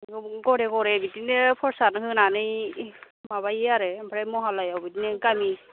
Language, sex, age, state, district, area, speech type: Bodo, female, 45-60, Assam, Kokrajhar, rural, conversation